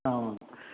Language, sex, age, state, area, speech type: Sanskrit, male, 30-45, Rajasthan, urban, conversation